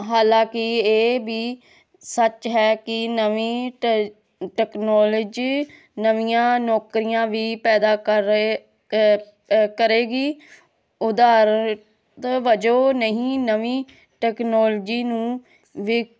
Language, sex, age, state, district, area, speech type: Punjabi, female, 30-45, Punjab, Hoshiarpur, rural, spontaneous